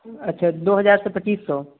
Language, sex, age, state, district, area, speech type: Hindi, male, 18-30, Uttar Pradesh, Prayagraj, rural, conversation